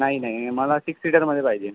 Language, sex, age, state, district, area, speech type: Marathi, male, 45-60, Maharashtra, Amravati, urban, conversation